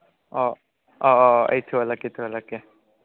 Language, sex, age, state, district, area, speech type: Manipuri, male, 18-30, Manipur, Chandel, rural, conversation